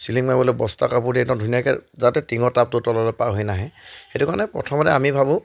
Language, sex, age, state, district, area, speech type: Assamese, male, 30-45, Assam, Charaideo, rural, spontaneous